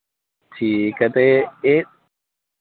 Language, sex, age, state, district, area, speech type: Dogri, male, 30-45, Jammu and Kashmir, Reasi, urban, conversation